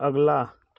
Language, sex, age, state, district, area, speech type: Hindi, male, 18-30, Uttar Pradesh, Bhadohi, rural, read